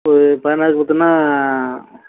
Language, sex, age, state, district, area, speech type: Tamil, male, 30-45, Tamil Nadu, Nagapattinam, rural, conversation